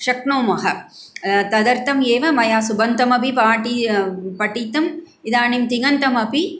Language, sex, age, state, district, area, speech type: Sanskrit, female, 45-60, Tamil Nadu, Coimbatore, urban, spontaneous